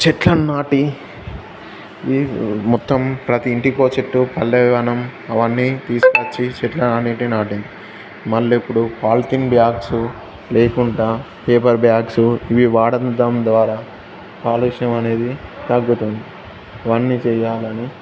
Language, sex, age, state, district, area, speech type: Telugu, male, 18-30, Telangana, Jangaon, urban, spontaneous